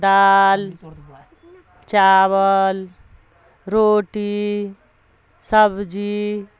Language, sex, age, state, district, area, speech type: Urdu, female, 60+, Bihar, Darbhanga, rural, spontaneous